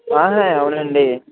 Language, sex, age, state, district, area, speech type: Telugu, male, 18-30, Andhra Pradesh, Konaseema, rural, conversation